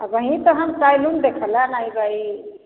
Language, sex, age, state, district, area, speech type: Hindi, female, 60+, Uttar Pradesh, Varanasi, rural, conversation